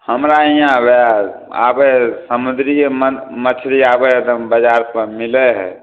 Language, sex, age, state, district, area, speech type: Maithili, male, 30-45, Bihar, Samastipur, rural, conversation